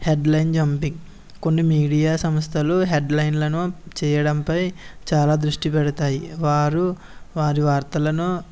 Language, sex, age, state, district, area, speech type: Telugu, male, 18-30, Andhra Pradesh, Konaseema, rural, spontaneous